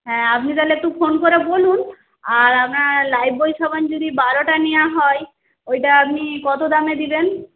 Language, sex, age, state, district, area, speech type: Bengali, female, 45-60, West Bengal, Paschim Medinipur, rural, conversation